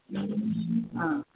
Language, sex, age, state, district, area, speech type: Sanskrit, female, 60+, Karnataka, Mysore, urban, conversation